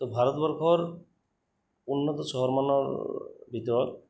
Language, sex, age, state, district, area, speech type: Assamese, male, 30-45, Assam, Goalpara, urban, spontaneous